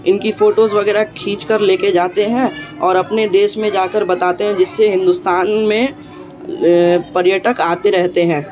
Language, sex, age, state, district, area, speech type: Urdu, male, 18-30, Bihar, Darbhanga, urban, spontaneous